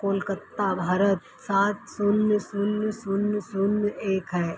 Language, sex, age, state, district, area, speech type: Hindi, female, 18-30, Madhya Pradesh, Harda, rural, read